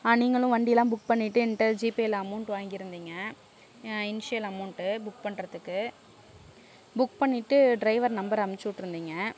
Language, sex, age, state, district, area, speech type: Tamil, female, 60+, Tamil Nadu, Sivaganga, rural, spontaneous